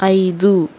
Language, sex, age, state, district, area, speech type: Telugu, female, 45-60, Andhra Pradesh, West Godavari, rural, read